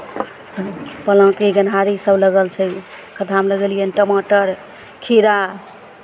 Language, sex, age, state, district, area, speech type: Maithili, female, 60+, Bihar, Begusarai, urban, spontaneous